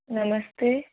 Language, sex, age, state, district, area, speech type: Hindi, female, 30-45, Rajasthan, Jaipur, urban, conversation